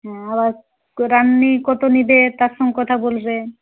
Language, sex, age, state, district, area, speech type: Bengali, female, 60+, West Bengal, Jhargram, rural, conversation